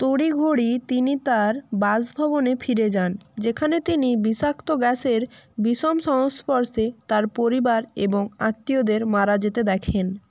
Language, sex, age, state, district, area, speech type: Bengali, female, 18-30, West Bengal, North 24 Parganas, rural, read